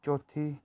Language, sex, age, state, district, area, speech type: Punjabi, male, 18-30, Punjab, Pathankot, urban, spontaneous